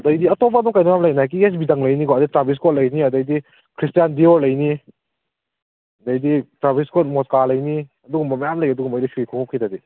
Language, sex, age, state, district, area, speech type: Manipuri, male, 18-30, Manipur, Kangpokpi, urban, conversation